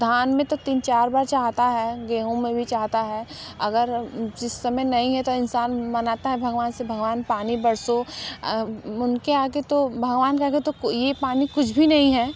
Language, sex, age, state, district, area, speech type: Hindi, female, 45-60, Uttar Pradesh, Mirzapur, rural, spontaneous